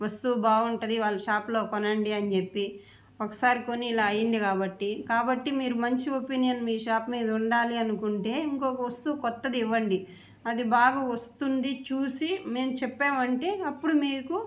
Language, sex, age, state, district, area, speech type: Telugu, female, 45-60, Andhra Pradesh, Nellore, urban, spontaneous